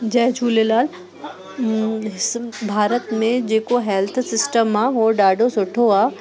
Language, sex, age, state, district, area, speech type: Sindhi, female, 30-45, Delhi, South Delhi, urban, spontaneous